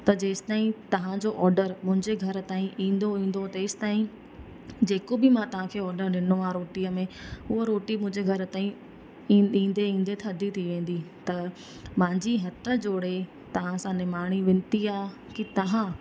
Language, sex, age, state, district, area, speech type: Sindhi, female, 30-45, Madhya Pradesh, Katni, rural, spontaneous